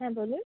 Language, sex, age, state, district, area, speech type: Bengali, female, 18-30, West Bengal, Paschim Bardhaman, urban, conversation